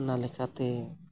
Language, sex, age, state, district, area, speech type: Santali, male, 45-60, Odisha, Mayurbhanj, rural, spontaneous